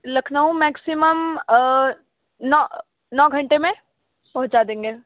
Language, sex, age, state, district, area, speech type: Hindi, female, 30-45, Uttar Pradesh, Sonbhadra, rural, conversation